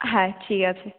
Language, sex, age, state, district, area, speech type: Bengali, female, 18-30, West Bengal, Jalpaiguri, rural, conversation